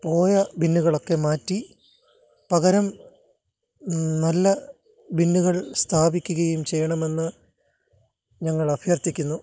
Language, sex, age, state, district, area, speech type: Malayalam, male, 30-45, Kerala, Kottayam, urban, spontaneous